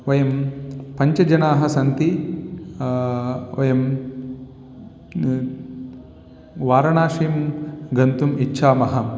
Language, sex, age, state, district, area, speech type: Sanskrit, male, 18-30, Telangana, Vikarabad, urban, spontaneous